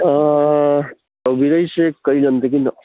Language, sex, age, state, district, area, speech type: Manipuri, male, 45-60, Manipur, Kangpokpi, urban, conversation